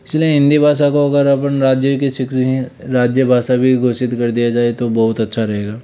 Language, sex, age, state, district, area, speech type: Hindi, male, 30-45, Rajasthan, Jaipur, urban, spontaneous